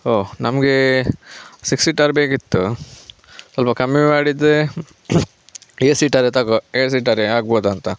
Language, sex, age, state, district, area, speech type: Kannada, male, 18-30, Karnataka, Chitradurga, rural, spontaneous